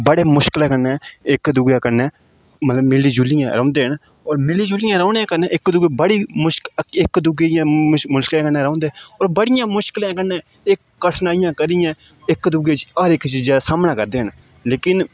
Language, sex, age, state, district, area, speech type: Dogri, male, 18-30, Jammu and Kashmir, Udhampur, rural, spontaneous